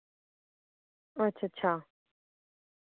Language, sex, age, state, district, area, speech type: Dogri, female, 30-45, Jammu and Kashmir, Udhampur, urban, conversation